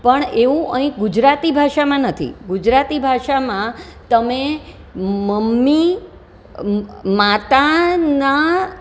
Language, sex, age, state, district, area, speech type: Gujarati, female, 60+, Gujarat, Surat, urban, spontaneous